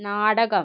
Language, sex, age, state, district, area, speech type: Malayalam, female, 30-45, Kerala, Kozhikode, urban, read